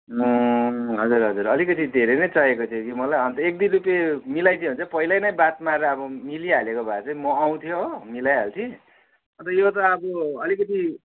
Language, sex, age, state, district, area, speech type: Nepali, male, 30-45, West Bengal, Darjeeling, rural, conversation